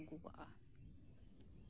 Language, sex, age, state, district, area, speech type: Santali, female, 30-45, West Bengal, Birbhum, rural, spontaneous